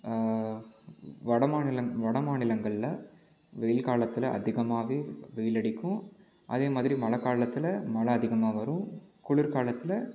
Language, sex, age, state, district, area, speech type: Tamil, male, 18-30, Tamil Nadu, Salem, urban, spontaneous